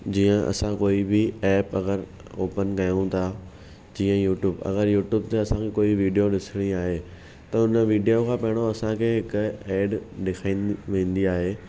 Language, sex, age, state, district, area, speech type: Sindhi, male, 18-30, Maharashtra, Thane, urban, spontaneous